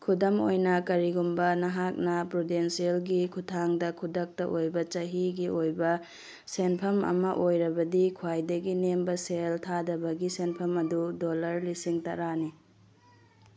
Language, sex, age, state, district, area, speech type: Manipuri, female, 18-30, Manipur, Tengnoupal, rural, read